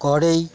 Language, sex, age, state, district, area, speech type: Odia, male, 45-60, Odisha, Jagatsinghpur, urban, spontaneous